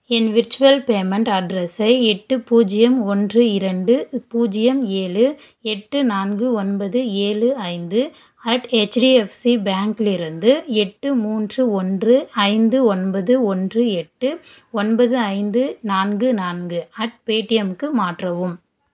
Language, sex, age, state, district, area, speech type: Tamil, female, 18-30, Tamil Nadu, Dharmapuri, rural, read